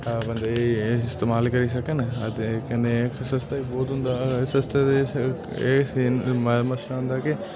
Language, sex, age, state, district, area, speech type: Dogri, male, 18-30, Jammu and Kashmir, Udhampur, rural, spontaneous